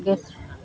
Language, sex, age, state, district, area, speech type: Assamese, female, 60+, Assam, Goalpara, urban, spontaneous